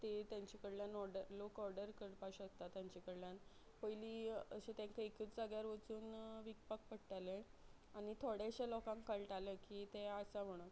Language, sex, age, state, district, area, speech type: Goan Konkani, female, 30-45, Goa, Quepem, rural, spontaneous